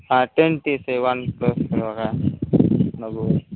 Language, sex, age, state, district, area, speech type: Odia, male, 30-45, Odisha, Koraput, urban, conversation